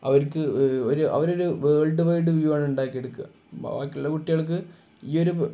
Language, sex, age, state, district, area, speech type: Malayalam, male, 18-30, Kerala, Kozhikode, rural, spontaneous